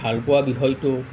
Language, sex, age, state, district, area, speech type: Assamese, male, 45-60, Assam, Nalbari, rural, spontaneous